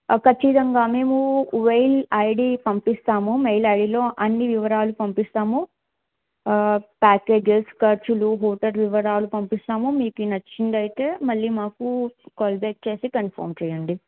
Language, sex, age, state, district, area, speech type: Telugu, female, 18-30, Telangana, Bhadradri Kothagudem, urban, conversation